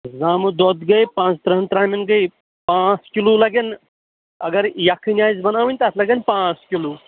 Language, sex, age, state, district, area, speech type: Kashmiri, male, 30-45, Jammu and Kashmir, Pulwama, urban, conversation